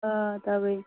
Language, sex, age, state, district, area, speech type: Kashmiri, female, 18-30, Jammu and Kashmir, Bandipora, rural, conversation